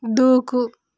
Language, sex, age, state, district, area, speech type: Telugu, female, 18-30, Telangana, Yadadri Bhuvanagiri, rural, read